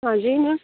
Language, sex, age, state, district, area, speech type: Hindi, female, 18-30, Rajasthan, Bharatpur, rural, conversation